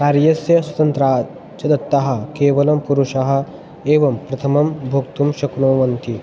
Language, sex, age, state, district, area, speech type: Sanskrit, male, 18-30, Maharashtra, Osmanabad, rural, spontaneous